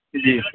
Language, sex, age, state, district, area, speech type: Urdu, female, 18-30, Delhi, Central Delhi, urban, conversation